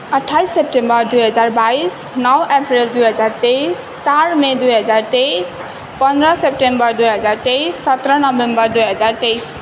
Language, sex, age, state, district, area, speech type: Nepali, female, 18-30, West Bengal, Darjeeling, rural, spontaneous